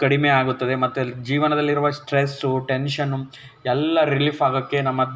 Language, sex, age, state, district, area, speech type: Kannada, male, 18-30, Karnataka, Bidar, urban, spontaneous